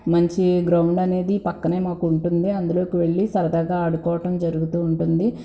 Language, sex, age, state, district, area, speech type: Telugu, female, 18-30, Andhra Pradesh, Guntur, urban, spontaneous